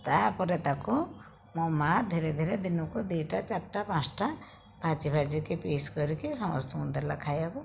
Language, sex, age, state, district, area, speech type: Odia, female, 30-45, Odisha, Jajpur, rural, spontaneous